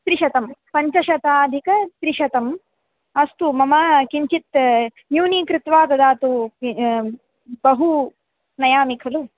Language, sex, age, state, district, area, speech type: Sanskrit, female, 18-30, Tamil Nadu, Kanchipuram, urban, conversation